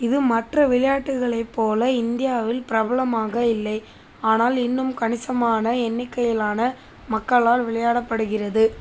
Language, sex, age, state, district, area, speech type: Tamil, female, 30-45, Tamil Nadu, Mayiladuthurai, urban, read